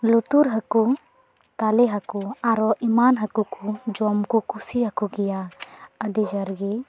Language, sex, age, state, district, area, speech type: Santali, female, 18-30, West Bengal, Purba Bardhaman, rural, spontaneous